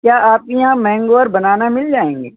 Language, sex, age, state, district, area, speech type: Urdu, male, 18-30, Uttar Pradesh, Shahjahanpur, rural, conversation